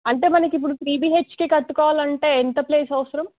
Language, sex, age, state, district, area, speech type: Telugu, female, 18-30, Telangana, Hyderabad, urban, conversation